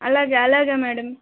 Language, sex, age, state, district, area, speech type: Telugu, female, 18-30, Andhra Pradesh, Nellore, rural, conversation